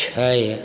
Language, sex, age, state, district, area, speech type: Maithili, male, 45-60, Bihar, Supaul, rural, read